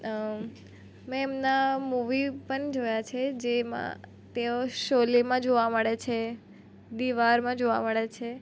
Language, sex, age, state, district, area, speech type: Gujarati, female, 18-30, Gujarat, Surat, rural, spontaneous